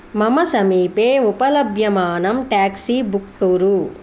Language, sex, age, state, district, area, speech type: Sanskrit, female, 45-60, Andhra Pradesh, Guntur, urban, read